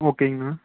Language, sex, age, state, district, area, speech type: Tamil, male, 18-30, Tamil Nadu, Erode, rural, conversation